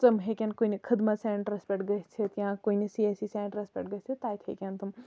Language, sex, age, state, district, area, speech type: Kashmiri, female, 18-30, Jammu and Kashmir, Kulgam, rural, spontaneous